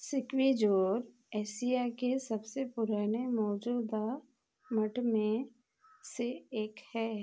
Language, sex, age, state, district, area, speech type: Hindi, female, 45-60, Madhya Pradesh, Chhindwara, rural, read